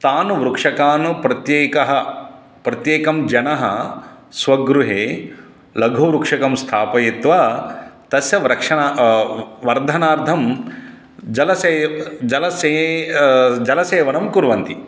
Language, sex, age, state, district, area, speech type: Sanskrit, male, 30-45, Andhra Pradesh, Guntur, urban, spontaneous